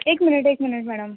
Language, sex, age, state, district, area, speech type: Marathi, female, 18-30, Maharashtra, Nagpur, urban, conversation